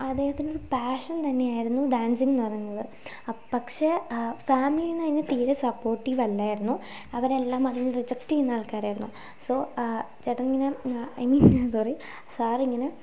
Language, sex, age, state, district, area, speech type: Malayalam, female, 18-30, Kerala, Wayanad, rural, spontaneous